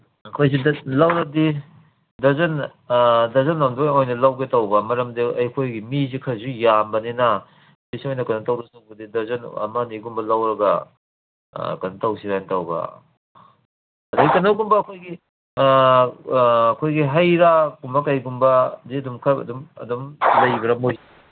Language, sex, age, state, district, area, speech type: Manipuri, male, 60+, Manipur, Kangpokpi, urban, conversation